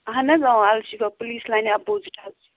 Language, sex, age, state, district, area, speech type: Kashmiri, female, 18-30, Jammu and Kashmir, Pulwama, rural, conversation